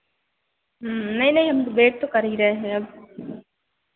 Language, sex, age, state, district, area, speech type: Hindi, female, 18-30, Madhya Pradesh, Narsinghpur, rural, conversation